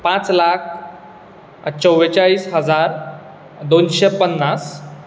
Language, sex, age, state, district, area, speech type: Goan Konkani, male, 18-30, Goa, Bardez, urban, spontaneous